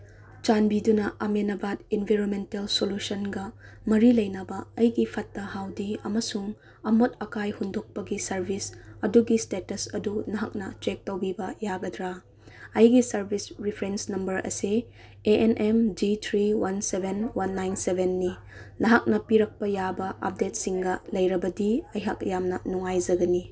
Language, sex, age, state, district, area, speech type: Manipuri, female, 30-45, Manipur, Chandel, rural, read